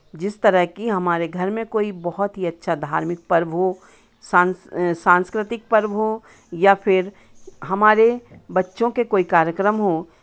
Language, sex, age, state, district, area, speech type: Hindi, female, 60+, Madhya Pradesh, Hoshangabad, urban, spontaneous